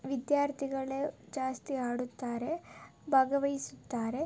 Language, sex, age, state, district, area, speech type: Kannada, female, 18-30, Karnataka, Tumkur, urban, spontaneous